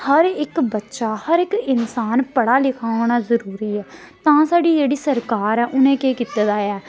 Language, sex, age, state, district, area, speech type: Dogri, female, 18-30, Jammu and Kashmir, Samba, urban, spontaneous